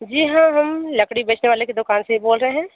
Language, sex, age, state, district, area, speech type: Hindi, female, 30-45, Uttar Pradesh, Sonbhadra, rural, conversation